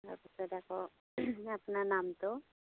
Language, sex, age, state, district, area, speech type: Assamese, female, 45-60, Assam, Darrang, rural, conversation